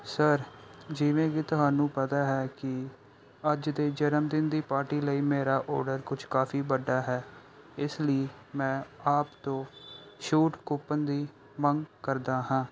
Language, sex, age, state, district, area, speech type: Punjabi, male, 18-30, Punjab, Pathankot, urban, spontaneous